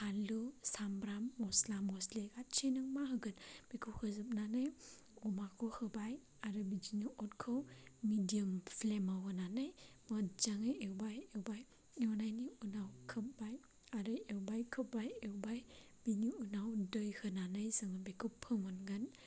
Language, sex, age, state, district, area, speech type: Bodo, male, 30-45, Assam, Chirang, rural, spontaneous